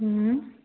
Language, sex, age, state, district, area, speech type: Maithili, female, 18-30, Bihar, Samastipur, urban, conversation